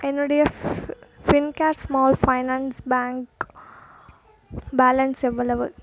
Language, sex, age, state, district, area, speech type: Tamil, female, 18-30, Tamil Nadu, Krishnagiri, rural, read